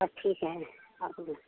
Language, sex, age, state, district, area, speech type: Hindi, female, 45-60, Bihar, Madhepura, rural, conversation